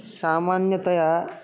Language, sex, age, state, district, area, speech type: Sanskrit, male, 18-30, Maharashtra, Aurangabad, urban, spontaneous